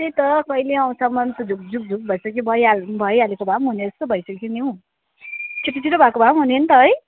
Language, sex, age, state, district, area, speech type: Nepali, female, 30-45, West Bengal, Jalpaiguri, urban, conversation